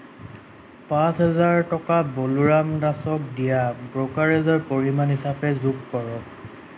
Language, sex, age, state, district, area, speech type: Assamese, male, 18-30, Assam, Sonitpur, rural, read